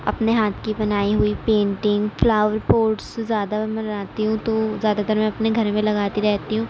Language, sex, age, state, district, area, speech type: Urdu, female, 18-30, Uttar Pradesh, Gautam Buddha Nagar, rural, spontaneous